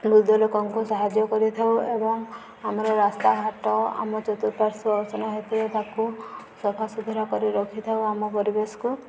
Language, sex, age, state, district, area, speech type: Odia, female, 18-30, Odisha, Subarnapur, urban, spontaneous